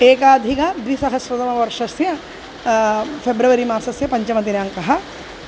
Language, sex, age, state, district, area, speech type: Sanskrit, female, 45-60, Kerala, Kozhikode, urban, spontaneous